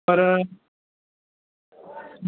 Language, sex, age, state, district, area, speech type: Sindhi, male, 18-30, Gujarat, Surat, urban, conversation